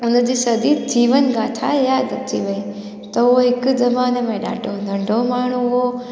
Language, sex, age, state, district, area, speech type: Sindhi, female, 18-30, Gujarat, Junagadh, rural, spontaneous